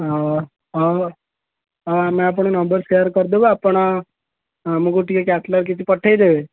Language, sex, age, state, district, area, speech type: Odia, male, 18-30, Odisha, Jagatsinghpur, rural, conversation